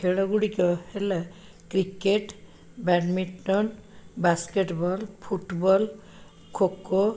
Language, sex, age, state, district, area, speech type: Odia, female, 60+, Odisha, Cuttack, urban, spontaneous